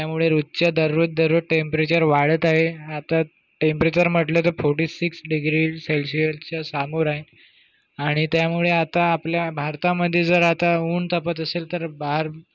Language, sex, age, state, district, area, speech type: Marathi, male, 18-30, Maharashtra, Nagpur, urban, spontaneous